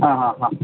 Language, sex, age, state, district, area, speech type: Malayalam, male, 45-60, Kerala, Idukki, rural, conversation